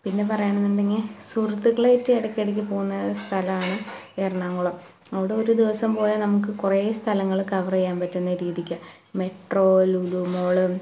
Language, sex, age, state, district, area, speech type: Malayalam, female, 18-30, Kerala, Malappuram, rural, spontaneous